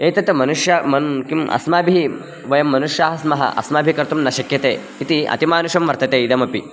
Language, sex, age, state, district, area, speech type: Sanskrit, male, 18-30, Karnataka, Raichur, rural, spontaneous